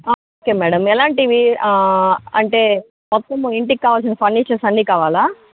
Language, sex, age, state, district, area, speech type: Telugu, female, 60+, Andhra Pradesh, Chittoor, rural, conversation